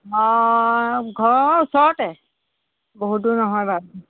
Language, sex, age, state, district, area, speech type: Assamese, female, 60+, Assam, Golaghat, rural, conversation